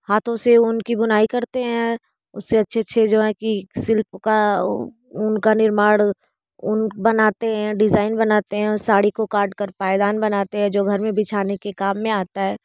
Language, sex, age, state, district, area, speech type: Hindi, female, 30-45, Uttar Pradesh, Bhadohi, rural, spontaneous